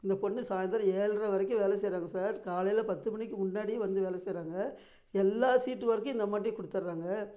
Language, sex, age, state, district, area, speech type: Tamil, female, 60+, Tamil Nadu, Namakkal, rural, spontaneous